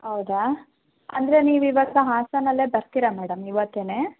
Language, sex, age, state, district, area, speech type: Kannada, female, 18-30, Karnataka, Hassan, rural, conversation